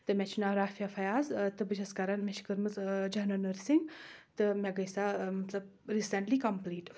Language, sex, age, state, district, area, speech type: Kashmiri, female, 18-30, Jammu and Kashmir, Anantnag, urban, spontaneous